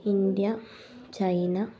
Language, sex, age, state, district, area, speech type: Malayalam, female, 18-30, Kerala, Kottayam, rural, spontaneous